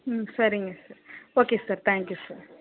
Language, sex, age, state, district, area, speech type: Tamil, female, 18-30, Tamil Nadu, Kallakurichi, rural, conversation